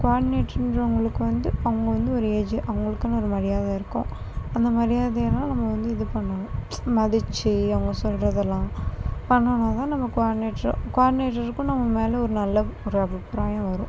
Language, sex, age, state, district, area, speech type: Tamil, female, 30-45, Tamil Nadu, Tiruvarur, rural, spontaneous